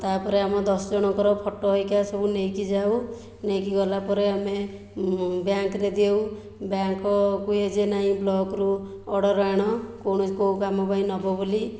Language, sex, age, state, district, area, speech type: Odia, female, 60+, Odisha, Khordha, rural, spontaneous